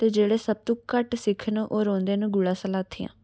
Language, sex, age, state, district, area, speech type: Dogri, female, 18-30, Jammu and Kashmir, Samba, urban, spontaneous